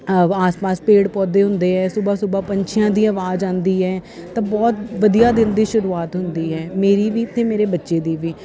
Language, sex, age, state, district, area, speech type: Punjabi, female, 30-45, Punjab, Ludhiana, urban, spontaneous